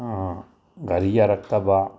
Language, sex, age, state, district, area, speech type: Manipuri, male, 60+, Manipur, Tengnoupal, rural, spontaneous